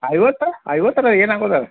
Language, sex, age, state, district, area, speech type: Kannada, male, 45-60, Karnataka, Belgaum, rural, conversation